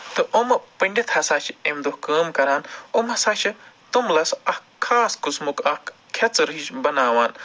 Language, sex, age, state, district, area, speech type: Kashmiri, male, 45-60, Jammu and Kashmir, Ganderbal, urban, spontaneous